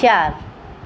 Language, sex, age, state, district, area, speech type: Sindhi, female, 45-60, Maharashtra, Mumbai Suburban, urban, read